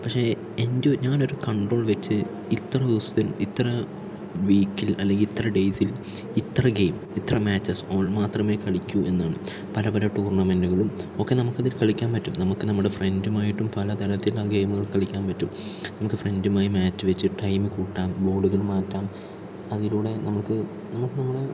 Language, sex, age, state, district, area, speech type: Malayalam, male, 18-30, Kerala, Palakkad, urban, spontaneous